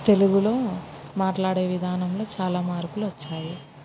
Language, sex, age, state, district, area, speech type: Telugu, female, 30-45, Andhra Pradesh, Kurnool, urban, spontaneous